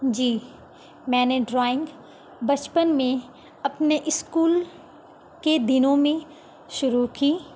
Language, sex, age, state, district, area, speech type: Urdu, female, 18-30, Bihar, Gaya, urban, spontaneous